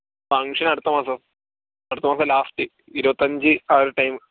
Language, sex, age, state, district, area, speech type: Malayalam, male, 18-30, Kerala, Wayanad, rural, conversation